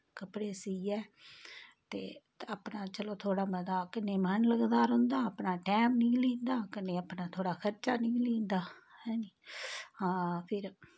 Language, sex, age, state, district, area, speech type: Dogri, female, 30-45, Jammu and Kashmir, Samba, rural, spontaneous